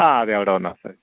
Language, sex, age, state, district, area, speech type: Malayalam, male, 30-45, Kerala, Thiruvananthapuram, rural, conversation